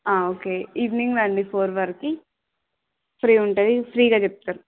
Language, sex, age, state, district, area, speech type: Telugu, female, 45-60, Andhra Pradesh, Srikakulam, urban, conversation